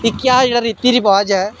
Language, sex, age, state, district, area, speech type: Dogri, male, 18-30, Jammu and Kashmir, Samba, rural, spontaneous